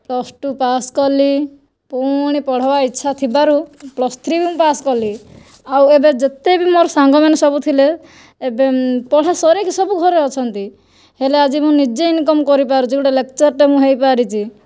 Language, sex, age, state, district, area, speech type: Odia, female, 18-30, Odisha, Kandhamal, rural, spontaneous